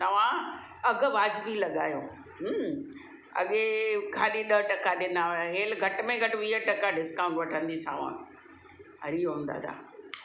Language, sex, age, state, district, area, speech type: Sindhi, female, 60+, Maharashtra, Mumbai Suburban, urban, spontaneous